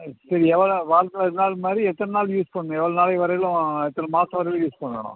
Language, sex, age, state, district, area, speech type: Tamil, male, 60+, Tamil Nadu, Madurai, rural, conversation